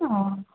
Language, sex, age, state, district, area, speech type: Assamese, female, 30-45, Assam, Nalbari, rural, conversation